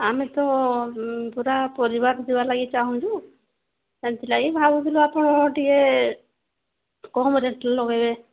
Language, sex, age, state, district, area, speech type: Odia, female, 30-45, Odisha, Sambalpur, rural, conversation